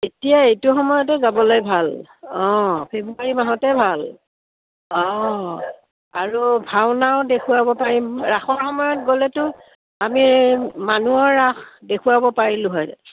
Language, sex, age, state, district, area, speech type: Assamese, female, 60+, Assam, Udalguri, rural, conversation